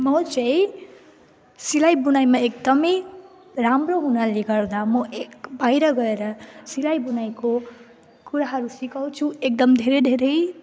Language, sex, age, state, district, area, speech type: Nepali, female, 18-30, West Bengal, Jalpaiguri, rural, spontaneous